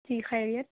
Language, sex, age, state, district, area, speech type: Urdu, female, 18-30, Telangana, Hyderabad, urban, conversation